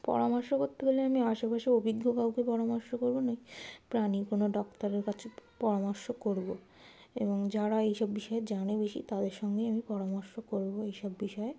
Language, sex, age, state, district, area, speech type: Bengali, female, 18-30, West Bengal, Darjeeling, urban, spontaneous